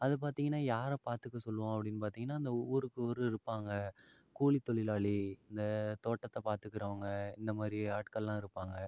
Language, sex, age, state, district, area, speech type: Tamil, male, 45-60, Tamil Nadu, Ariyalur, rural, spontaneous